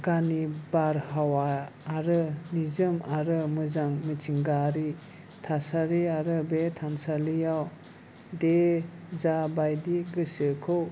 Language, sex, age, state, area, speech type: Bodo, male, 18-30, Assam, urban, spontaneous